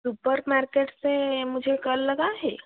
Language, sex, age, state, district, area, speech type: Hindi, female, 30-45, Rajasthan, Jodhpur, rural, conversation